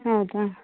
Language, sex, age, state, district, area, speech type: Kannada, female, 30-45, Karnataka, Mandya, rural, conversation